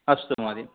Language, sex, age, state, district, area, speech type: Sanskrit, male, 45-60, Telangana, Ranga Reddy, urban, conversation